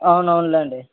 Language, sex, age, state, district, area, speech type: Telugu, male, 18-30, Andhra Pradesh, Kadapa, rural, conversation